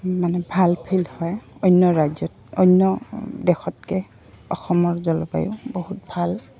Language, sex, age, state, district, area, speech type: Assamese, female, 45-60, Assam, Goalpara, urban, spontaneous